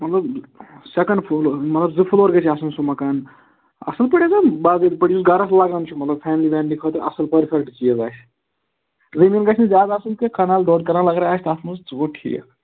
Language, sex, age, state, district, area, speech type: Kashmiri, male, 30-45, Jammu and Kashmir, Shopian, rural, conversation